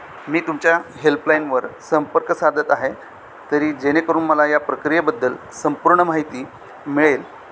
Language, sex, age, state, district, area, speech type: Marathi, male, 45-60, Maharashtra, Thane, rural, spontaneous